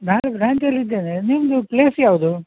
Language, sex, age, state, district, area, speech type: Kannada, male, 60+, Karnataka, Udupi, rural, conversation